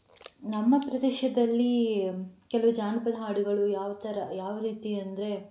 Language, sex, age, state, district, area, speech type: Kannada, female, 18-30, Karnataka, Tumkur, rural, spontaneous